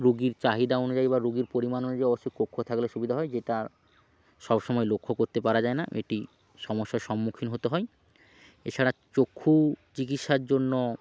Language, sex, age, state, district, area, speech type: Bengali, male, 30-45, West Bengal, Hooghly, rural, spontaneous